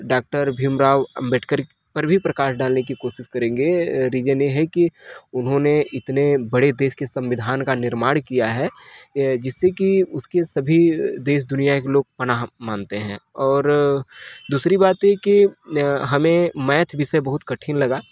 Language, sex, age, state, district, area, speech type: Hindi, male, 30-45, Uttar Pradesh, Mirzapur, rural, spontaneous